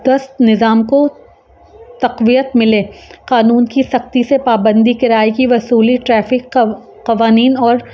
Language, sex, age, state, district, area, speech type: Urdu, female, 30-45, Uttar Pradesh, Rampur, urban, spontaneous